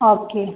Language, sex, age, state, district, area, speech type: Hindi, female, 18-30, Bihar, Begusarai, urban, conversation